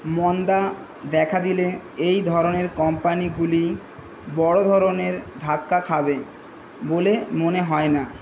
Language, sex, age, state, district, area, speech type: Bengali, male, 18-30, West Bengal, Kolkata, urban, read